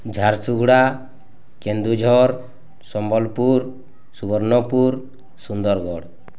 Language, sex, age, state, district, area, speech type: Odia, male, 30-45, Odisha, Bargarh, urban, spontaneous